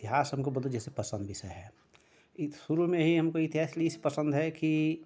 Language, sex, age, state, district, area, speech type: Hindi, male, 60+, Uttar Pradesh, Ghazipur, rural, spontaneous